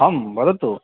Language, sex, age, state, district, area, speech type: Sanskrit, male, 18-30, West Bengal, Purba Bardhaman, rural, conversation